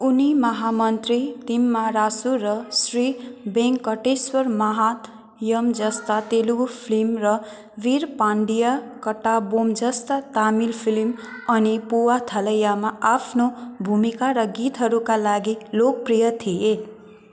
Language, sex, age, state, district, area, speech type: Nepali, female, 30-45, West Bengal, Jalpaiguri, rural, read